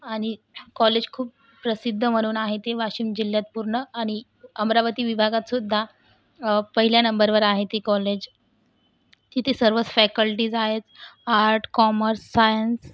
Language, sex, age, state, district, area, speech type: Marathi, female, 18-30, Maharashtra, Washim, urban, spontaneous